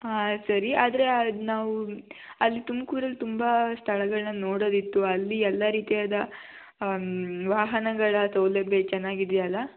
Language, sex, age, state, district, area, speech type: Kannada, female, 18-30, Karnataka, Tumkur, rural, conversation